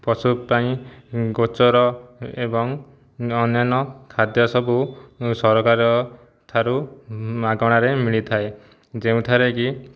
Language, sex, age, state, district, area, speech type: Odia, male, 30-45, Odisha, Jajpur, rural, spontaneous